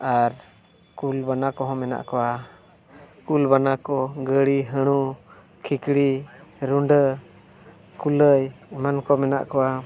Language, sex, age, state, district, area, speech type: Santali, male, 45-60, Odisha, Mayurbhanj, rural, spontaneous